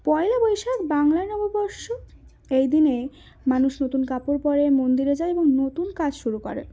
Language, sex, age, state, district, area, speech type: Bengali, female, 18-30, West Bengal, Cooch Behar, urban, spontaneous